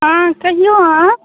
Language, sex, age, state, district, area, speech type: Maithili, female, 30-45, Bihar, Darbhanga, urban, conversation